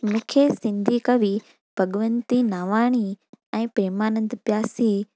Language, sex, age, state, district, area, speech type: Sindhi, female, 18-30, Gujarat, Junagadh, rural, spontaneous